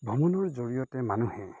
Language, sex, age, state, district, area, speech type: Assamese, male, 30-45, Assam, Majuli, urban, spontaneous